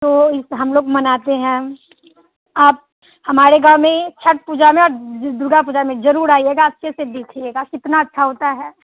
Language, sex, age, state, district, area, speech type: Hindi, female, 18-30, Bihar, Muzaffarpur, urban, conversation